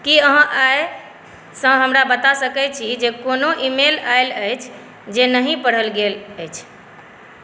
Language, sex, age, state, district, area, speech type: Maithili, female, 45-60, Bihar, Saharsa, urban, read